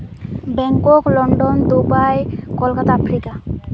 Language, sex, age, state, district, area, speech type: Santali, female, 18-30, West Bengal, Purulia, rural, spontaneous